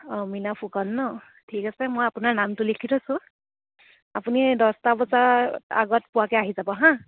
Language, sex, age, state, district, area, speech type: Assamese, female, 18-30, Assam, Dibrugarh, rural, conversation